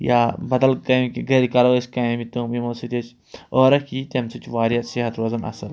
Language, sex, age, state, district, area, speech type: Kashmiri, male, 18-30, Jammu and Kashmir, Shopian, rural, spontaneous